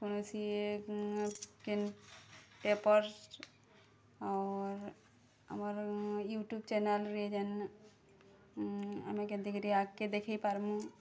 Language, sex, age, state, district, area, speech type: Odia, female, 30-45, Odisha, Bargarh, urban, spontaneous